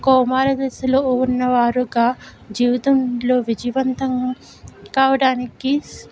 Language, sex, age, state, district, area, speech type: Telugu, female, 60+, Andhra Pradesh, Kakinada, rural, spontaneous